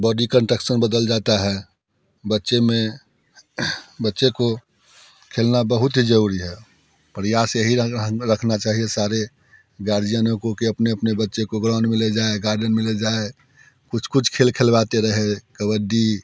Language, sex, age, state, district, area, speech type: Hindi, male, 30-45, Bihar, Muzaffarpur, rural, spontaneous